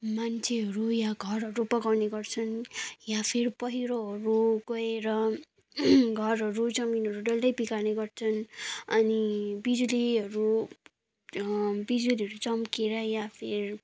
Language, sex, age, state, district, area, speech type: Nepali, female, 18-30, West Bengal, Kalimpong, rural, spontaneous